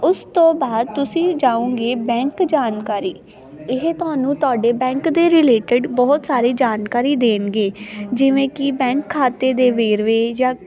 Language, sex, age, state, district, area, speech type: Punjabi, female, 18-30, Punjab, Ludhiana, rural, spontaneous